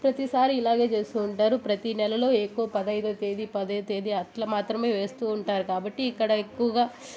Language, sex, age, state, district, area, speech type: Telugu, female, 18-30, Andhra Pradesh, Sri Balaji, urban, spontaneous